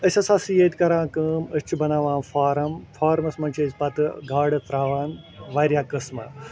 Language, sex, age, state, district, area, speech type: Kashmiri, male, 45-60, Jammu and Kashmir, Ganderbal, rural, spontaneous